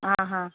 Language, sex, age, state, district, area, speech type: Goan Konkani, female, 45-60, Goa, Ponda, rural, conversation